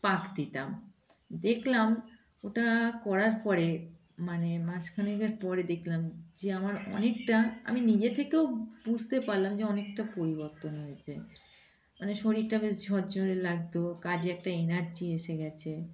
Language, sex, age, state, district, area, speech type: Bengali, female, 45-60, West Bengal, Darjeeling, rural, spontaneous